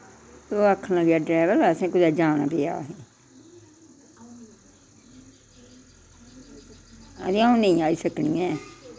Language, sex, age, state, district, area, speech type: Dogri, female, 60+, Jammu and Kashmir, Udhampur, rural, spontaneous